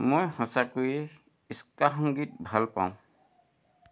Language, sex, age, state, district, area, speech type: Assamese, male, 60+, Assam, Dhemaji, rural, read